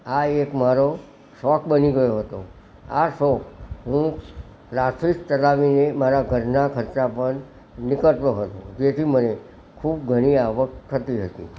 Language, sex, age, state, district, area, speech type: Gujarati, male, 60+, Gujarat, Kheda, rural, spontaneous